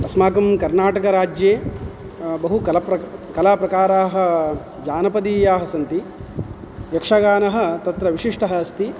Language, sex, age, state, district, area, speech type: Sanskrit, male, 45-60, Karnataka, Udupi, urban, spontaneous